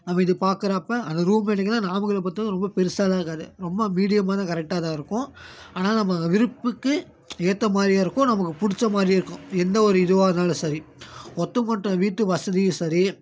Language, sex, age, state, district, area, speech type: Tamil, male, 18-30, Tamil Nadu, Namakkal, rural, spontaneous